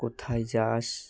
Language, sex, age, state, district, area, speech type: Bengali, male, 18-30, West Bengal, Hooghly, urban, spontaneous